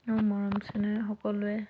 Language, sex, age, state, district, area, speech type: Assamese, female, 30-45, Assam, Dhemaji, rural, spontaneous